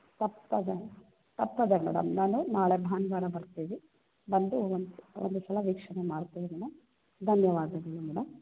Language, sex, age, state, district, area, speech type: Kannada, female, 45-60, Karnataka, Chikkaballapur, rural, conversation